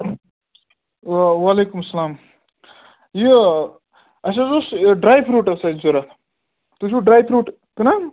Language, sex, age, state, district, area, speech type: Kashmiri, male, 18-30, Jammu and Kashmir, Ganderbal, rural, conversation